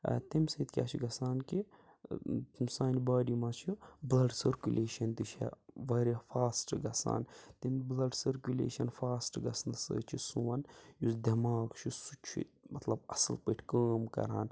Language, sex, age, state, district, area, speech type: Kashmiri, male, 18-30, Jammu and Kashmir, Budgam, rural, spontaneous